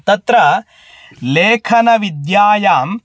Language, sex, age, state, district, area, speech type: Sanskrit, male, 18-30, Karnataka, Bangalore Rural, urban, spontaneous